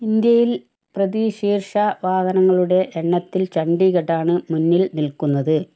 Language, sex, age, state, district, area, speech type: Malayalam, female, 45-60, Kerala, Wayanad, rural, read